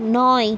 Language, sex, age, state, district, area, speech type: Bengali, female, 18-30, West Bengal, Bankura, urban, read